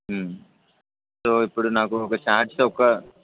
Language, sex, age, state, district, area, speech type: Telugu, male, 18-30, Telangana, Warangal, urban, conversation